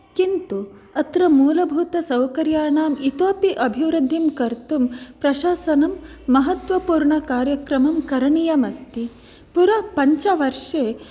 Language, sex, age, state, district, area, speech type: Sanskrit, female, 18-30, Karnataka, Dakshina Kannada, rural, spontaneous